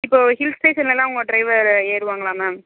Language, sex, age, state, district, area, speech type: Tamil, female, 18-30, Tamil Nadu, Mayiladuthurai, rural, conversation